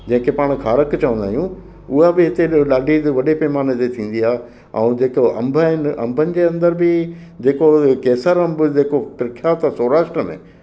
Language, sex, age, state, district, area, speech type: Sindhi, male, 60+, Gujarat, Kutch, rural, spontaneous